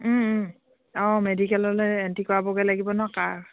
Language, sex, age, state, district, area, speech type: Assamese, female, 45-60, Assam, Dibrugarh, rural, conversation